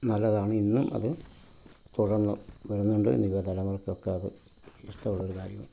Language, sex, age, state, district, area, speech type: Malayalam, male, 45-60, Kerala, Pathanamthitta, rural, spontaneous